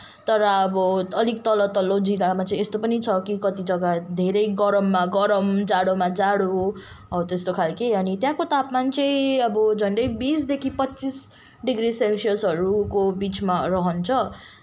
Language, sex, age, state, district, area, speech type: Nepali, female, 18-30, West Bengal, Kalimpong, rural, spontaneous